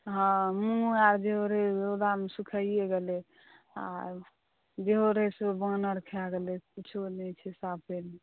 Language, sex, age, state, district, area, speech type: Maithili, female, 45-60, Bihar, Saharsa, rural, conversation